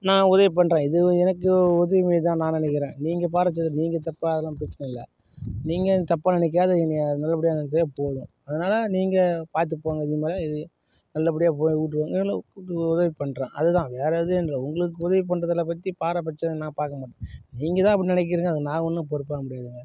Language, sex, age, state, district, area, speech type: Tamil, male, 30-45, Tamil Nadu, Kallakurichi, rural, spontaneous